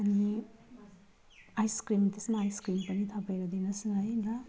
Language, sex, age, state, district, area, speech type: Nepali, female, 30-45, West Bengal, Jalpaiguri, rural, spontaneous